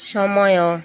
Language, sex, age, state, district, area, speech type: Odia, female, 45-60, Odisha, Malkangiri, urban, read